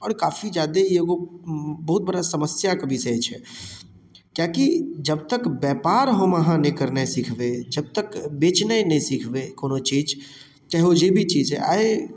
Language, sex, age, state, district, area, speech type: Maithili, male, 18-30, Bihar, Darbhanga, urban, spontaneous